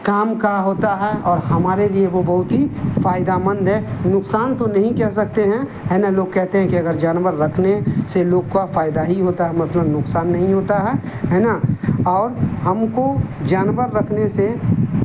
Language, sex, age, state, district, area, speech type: Urdu, male, 45-60, Bihar, Darbhanga, rural, spontaneous